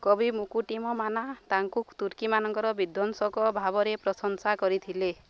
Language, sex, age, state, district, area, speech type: Odia, female, 30-45, Odisha, Balangir, urban, read